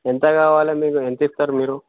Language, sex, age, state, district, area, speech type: Telugu, male, 18-30, Telangana, Jangaon, rural, conversation